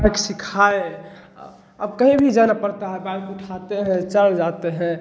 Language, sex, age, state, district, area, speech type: Hindi, male, 18-30, Bihar, Begusarai, rural, spontaneous